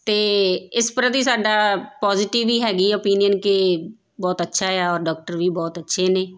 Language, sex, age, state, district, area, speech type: Punjabi, female, 30-45, Punjab, Tarn Taran, urban, spontaneous